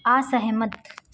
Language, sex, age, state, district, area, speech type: Hindi, female, 30-45, Madhya Pradesh, Chhindwara, urban, read